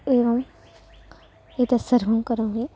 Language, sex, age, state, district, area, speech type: Sanskrit, female, 18-30, Karnataka, Uttara Kannada, rural, spontaneous